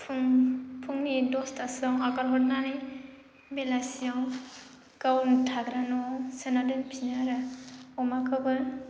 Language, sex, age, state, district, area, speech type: Bodo, female, 18-30, Assam, Baksa, rural, spontaneous